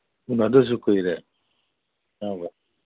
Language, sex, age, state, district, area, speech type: Manipuri, male, 45-60, Manipur, Imphal East, rural, conversation